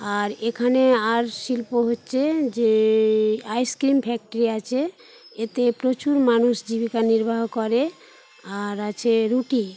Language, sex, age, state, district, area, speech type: Bengali, female, 30-45, West Bengal, Paschim Medinipur, rural, spontaneous